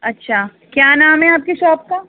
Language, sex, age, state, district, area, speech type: Urdu, female, 30-45, Uttar Pradesh, Rampur, urban, conversation